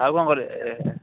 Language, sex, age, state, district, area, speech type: Odia, male, 18-30, Odisha, Jagatsinghpur, urban, conversation